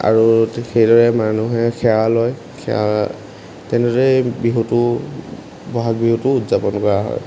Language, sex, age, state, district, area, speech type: Assamese, male, 18-30, Assam, Jorhat, urban, spontaneous